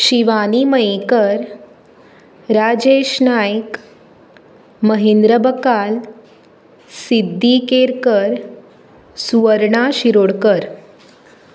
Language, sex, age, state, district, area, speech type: Goan Konkani, female, 18-30, Goa, Tiswadi, rural, spontaneous